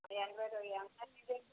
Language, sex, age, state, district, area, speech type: Telugu, female, 60+, Andhra Pradesh, Bapatla, urban, conversation